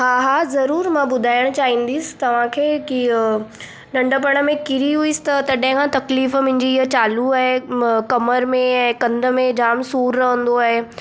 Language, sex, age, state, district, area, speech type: Sindhi, female, 18-30, Maharashtra, Mumbai Suburban, urban, spontaneous